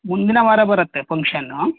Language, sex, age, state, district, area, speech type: Kannada, male, 30-45, Karnataka, Shimoga, rural, conversation